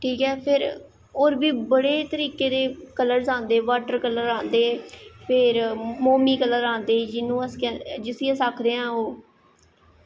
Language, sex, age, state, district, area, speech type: Dogri, female, 18-30, Jammu and Kashmir, Jammu, urban, spontaneous